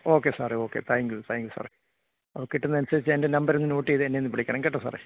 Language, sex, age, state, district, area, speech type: Malayalam, male, 60+, Kerala, Kottayam, urban, conversation